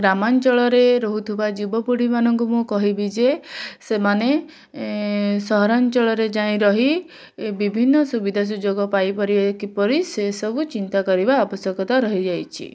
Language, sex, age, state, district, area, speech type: Odia, female, 18-30, Odisha, Bhadrak, rural, spontaneous